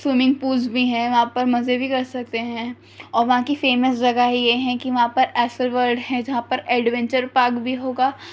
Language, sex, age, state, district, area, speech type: Urdu, female, 18-30, Delhi, Central Delhi, urban, spontaneous